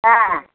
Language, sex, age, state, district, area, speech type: Tamil, female, 60+, Tamil Nadu, Madurai, rural, conversation